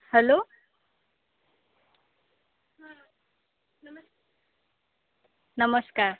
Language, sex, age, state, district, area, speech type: Marathi, female, 18-30, Maharashtra, Akola, urban, conversation